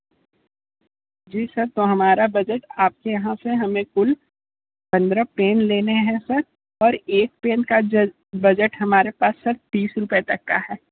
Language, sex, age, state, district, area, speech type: Hindi, male, 60+, Uttar Pradesh, Sonbhadra, rural, conversation